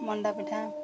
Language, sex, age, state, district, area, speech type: Odia, female, 30-45, Odisha, Jagatsinghpur, rural, spontaneous